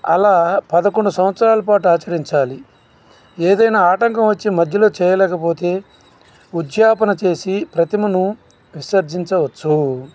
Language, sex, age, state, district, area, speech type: Telugu, male, 45-60, Andhra Pradesh, Nellore, urban, spontaneous